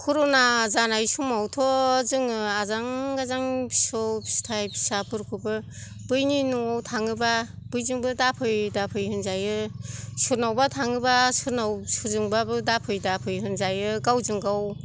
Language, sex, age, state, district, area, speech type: Bodo, female, 60+, Assam, Kokrajhar, rural, spontaneous